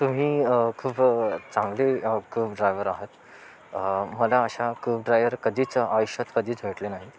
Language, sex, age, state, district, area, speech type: Marathi, male, 18-30, Maharashtra, Thane, urban, spontaneous